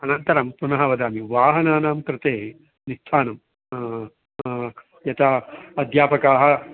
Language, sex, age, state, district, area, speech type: Sanskrit, male, 60+, Karnataka, Bangalore Urban, urban, conversation